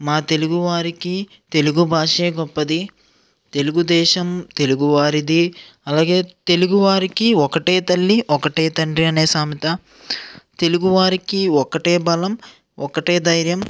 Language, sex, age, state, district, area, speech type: Telugu, male, 18-30, Andhra Pradesh, Eluru, rural, spontaneous